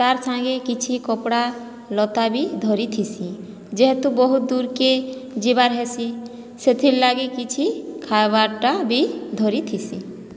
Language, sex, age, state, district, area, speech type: Odia, female, 30-45, Odisha, Boudh, rural, spontaneous